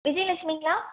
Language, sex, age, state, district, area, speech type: Tamil, female, 18-30, Tamil Nadu, Erode, urban, conversation